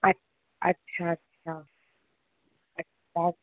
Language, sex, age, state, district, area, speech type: Sindhi, female, 18-30, Rajasthan, Ajmer, urban, conversation